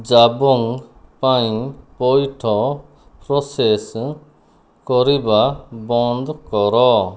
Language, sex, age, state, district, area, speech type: Odia, male, 30-45, Odisha, Kandhamal, rural, read